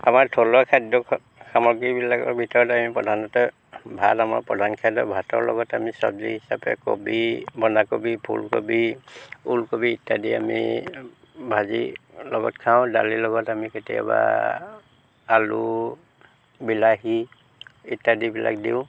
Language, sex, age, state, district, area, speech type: Assamese, male, 60+, Assam, Golaghat, urban, spontaneous